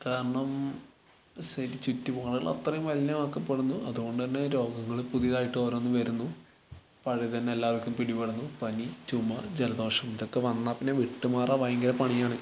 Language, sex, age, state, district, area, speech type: Malayalam, male, 18-30, Kerala, Wayanad, rural, spontaneous